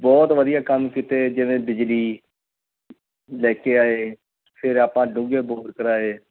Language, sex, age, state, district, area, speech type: Punjabi, male, 30-45, Punjab, Tarn Taran, rural, conversation